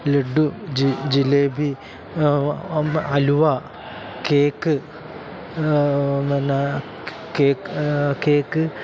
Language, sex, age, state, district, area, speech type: Malayalam, male, 30-45, Kerala, Alappuzha, urban, spontaneous